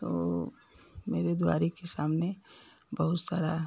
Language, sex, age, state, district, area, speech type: Hindi, female, 60+, Uttar Pradesh, Ghazipur, urban, spontaneous